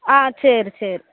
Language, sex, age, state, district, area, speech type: Tamil, female, 18-30, Tamil Nadu, Thoothukudi, rural, conversation